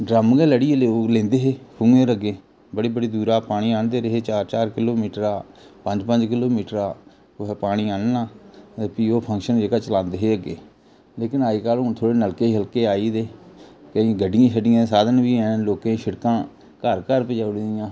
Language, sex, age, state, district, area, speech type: Dogri, male, 30-45, Jammu and Kashmir, Jammu, rural, spontaneous